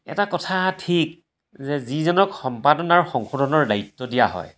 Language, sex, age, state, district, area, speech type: Assamese, male, 60+, Assam, Majuli, urban, spontaneous